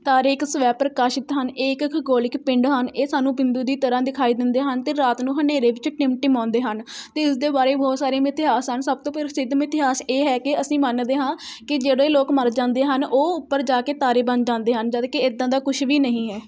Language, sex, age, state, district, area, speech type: Punjabi, female, 18-30, Punjab, Rupnagar, rural, spontaneous